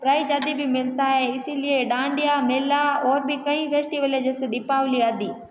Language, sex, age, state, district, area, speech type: Hindi, female, 45-60, Rajasthan, Jodhpur, urban, spontaneous